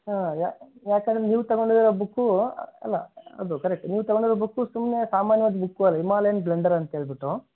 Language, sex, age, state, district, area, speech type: Kannada, male, 18-30, Karnataka, Bellary, rural, conversation